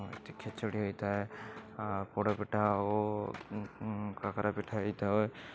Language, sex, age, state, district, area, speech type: Odia, male, 60+, Odisha, Rayagada, rural, spontaneous